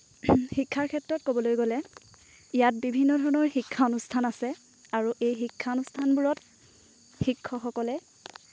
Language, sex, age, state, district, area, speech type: Assamese, female, 18-30, Assam, Lakhimpur, rural, spontaneous